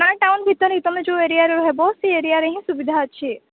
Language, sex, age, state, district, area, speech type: Odia, female, 18-30, Odisha, Sambalpur, rural, conversation